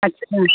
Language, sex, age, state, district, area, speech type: Hindi, female, 45-60, Uttar Pradesh, Pratapgarh, rural, conversation